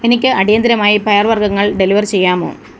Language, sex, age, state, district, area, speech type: Malayalam, female, 45-60, Kerala, Thiruvananthapuram, rural, read